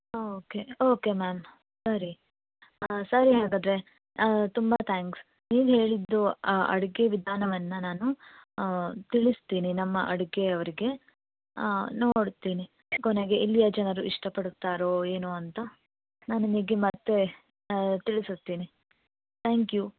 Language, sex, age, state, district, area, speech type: Kannada, female, 18-30, Karnataka, Shimoga, rural, conversation